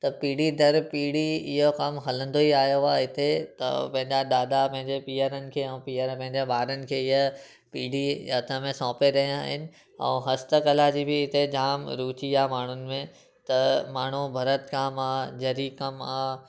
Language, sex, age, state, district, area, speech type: Sindhi, male, 18-30, Gujarat, Surat, urban, spontaneous